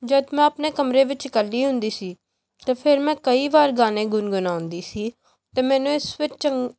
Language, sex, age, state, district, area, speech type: Punjabi, female, 18-30, Punjab, Pathankot, urban, spontaneous